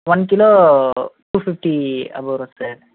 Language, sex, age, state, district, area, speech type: Tamil, male, 18-30, Tamil Nadu, Ariyalur, rural, conversation